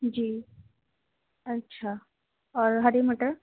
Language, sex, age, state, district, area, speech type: Urdu, female, 18-30, Uttar Pradesh, Gautam Buddha Nagar, urban, conversation